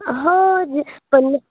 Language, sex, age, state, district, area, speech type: Marathi, female, 18-30, Maharashtra, Bhandara, rural, conversation